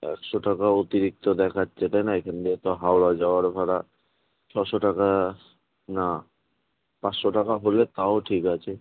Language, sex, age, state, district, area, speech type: Bengali, male, 30-45, West Bengal, Kolkata, urban, conversation